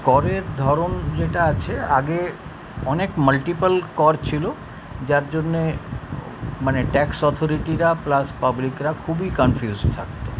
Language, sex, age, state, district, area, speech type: Bengali, male, 60+, West Bengal, Kolkata, urban, spontaneous